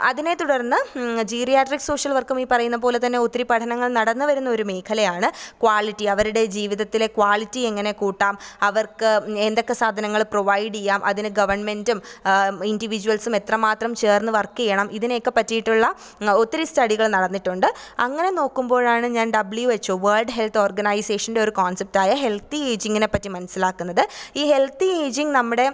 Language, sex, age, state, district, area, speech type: Malayalam, female, 18-30, Kerala, Thiruvananthapuram, rural, spontaneous